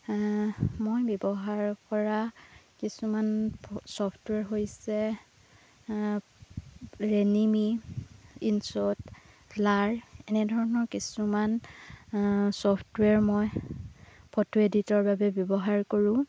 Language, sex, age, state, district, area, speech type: Assamese, female, 18-30, Assam, Lakhimpur, rural, spontaneous